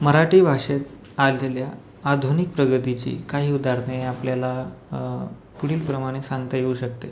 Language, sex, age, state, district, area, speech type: Marathi, male, 18-30, Maharashtra, Buldhana, rural, spontaneous